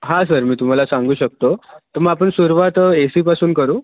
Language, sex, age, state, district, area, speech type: Marathi, male, 18-30, Maharashtra, Thane, urban, conversation